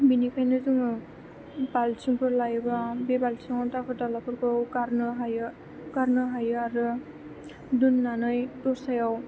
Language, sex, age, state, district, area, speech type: Bodo, female, 18-30, Assam, Chirang, urban, spontaneous